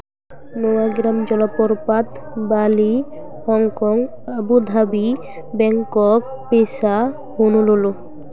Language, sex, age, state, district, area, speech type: Santali, female, 18-30, West Bengal, Paschim Bardhaman, urban, spontaneous